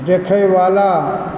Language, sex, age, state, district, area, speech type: Maithili, male, 45-60, Bihar, Supaul, urban, read